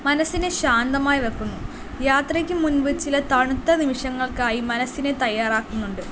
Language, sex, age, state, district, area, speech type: Malayalam, female, 18-30, Kerala, Palakkad, rural, spontaneous